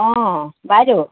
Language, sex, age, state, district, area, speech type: Assamese, female, 60+, Assam, Lakhimpur, rural, conversation